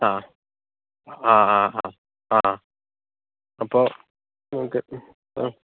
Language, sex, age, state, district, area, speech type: Malayalam, male, 18-30, Kerala, Kozhikode, rural, conversation